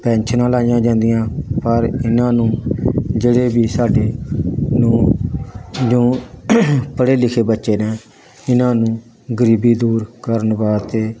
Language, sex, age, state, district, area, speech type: Punjabi, male, 45-60, Punjab, Pathankot, rural, spontaneous